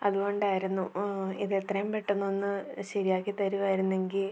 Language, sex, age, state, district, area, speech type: Malayalam, female, 18-30, Kerala, Idukki, rural, spontaneous